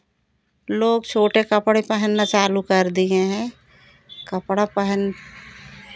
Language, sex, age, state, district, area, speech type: Hindi, female, 45-60, Madhya Pradesh, Seoni, urban, spontaneous